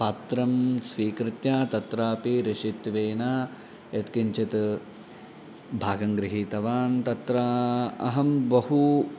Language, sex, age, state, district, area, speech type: Sanskrit, male, 18-30, Telangana, Medchal, rural, spontaneous